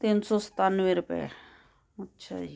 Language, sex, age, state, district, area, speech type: Punjabi, female, 60+, Punjab, Fazilka, rural, spontaneous